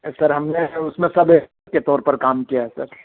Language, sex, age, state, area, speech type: Urdu, male, 30-45, Jharkhand, urban, conversation